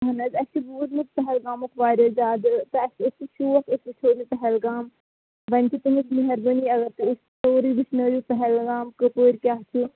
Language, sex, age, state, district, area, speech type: Kashmiri, female, 30-45, Jammu and Kashmir, Shopian, urban, conversation